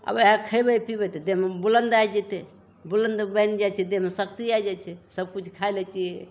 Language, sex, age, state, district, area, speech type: Maithili, female, 45-60, Bihar, Begusarai, urban, spontaneous